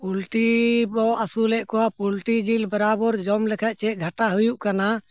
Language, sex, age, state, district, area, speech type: Santali, male, 60+, Jharkhand, Bokaro, rural, spontaneous